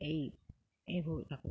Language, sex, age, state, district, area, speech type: Assamese, female, 30-45, Assam, Charaideo, rural, spontaneous